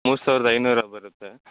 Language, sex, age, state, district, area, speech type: Kannada, male, 60+, Karnataka, Bangalore Rural, rural, conversation